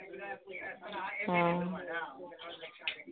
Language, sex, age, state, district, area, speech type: Maithili, female, 45-60, Bihar, Araria, rural, conversation